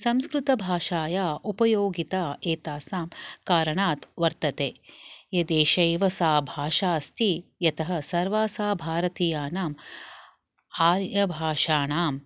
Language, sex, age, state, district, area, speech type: Sanskrit, female, 30-45, Karnataka, Bangalore Urban, urban, spontaneous